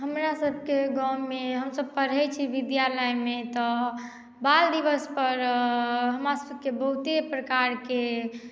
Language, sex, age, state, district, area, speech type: Maithili, female, 18-30, Bihar, Madhubani, rural, spontaneous